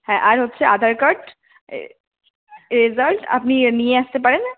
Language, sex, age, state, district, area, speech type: Bengali, female, 18-30, West Bengal, Jalpaiguri, rural, conversation